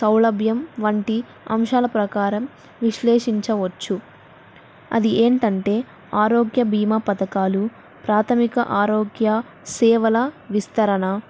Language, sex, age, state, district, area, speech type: Telugu, female, 18-30, Andhra Pradesh, Nandyal, urban, spontaneous